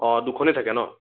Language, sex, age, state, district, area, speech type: Assamese, male, 18-30, Assam, Biswanath, rural, conversation